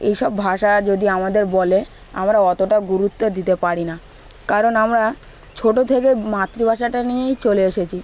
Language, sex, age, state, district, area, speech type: Bengali, male, 18-30, West Bengal, Dakshin Dinajpur, urban, spontaneous